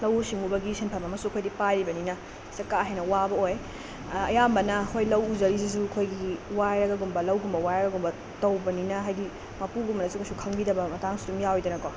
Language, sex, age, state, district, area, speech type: Manipuri, female, 18-30, Manipur, Bishnupur, rural, spontaneous